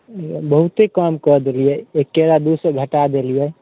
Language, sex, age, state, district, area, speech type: Maithili, male, 18-30, Bihar, Samastipur, urban, conversation